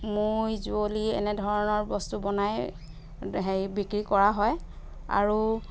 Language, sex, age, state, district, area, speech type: Assamese, female, 30-45, Assam, Dhemaji, rural, spontaneous